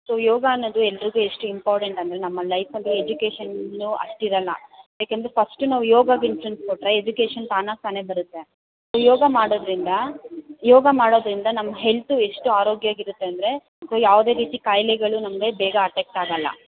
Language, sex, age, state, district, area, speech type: Kannada, female, 18-30, Karnataka, Bangalore Urban, rural, conversation